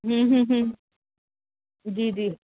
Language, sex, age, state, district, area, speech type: Urdu, female, 18-30, Delhi, Central Delhi, urban, conversation